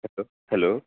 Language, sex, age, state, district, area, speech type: Telugu, male, 18-30, Telangana, Nalgonda, urban, conversation